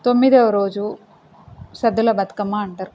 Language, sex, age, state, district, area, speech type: Telugu, female, 30-45, Telangana, Peddapalli, rural, spontaneous